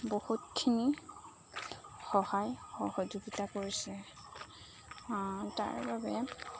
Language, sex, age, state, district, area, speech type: Assamese, female, 30-45, Assam, Nagaon, rural, spontaneous